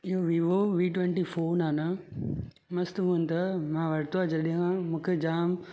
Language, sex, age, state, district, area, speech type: Sindhi, male, 18-30, Maharashtra, Thane, urban, spontaneous